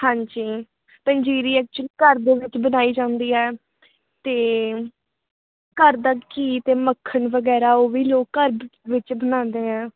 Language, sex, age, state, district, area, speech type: Punjabi, female, 18-30, Punjab, Fatehgarh Sahib, rural, conversation